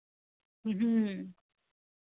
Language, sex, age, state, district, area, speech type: Hindi, female, 30-45, Bihar, Madhepura, rural, conversation